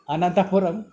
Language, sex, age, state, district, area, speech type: Telugu, male, 60+, Telangana, Hyderabad, urban, spontaneous